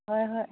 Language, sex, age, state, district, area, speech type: Manipuri, female, 45-60, Manipur, Ukhrul, rural, conversation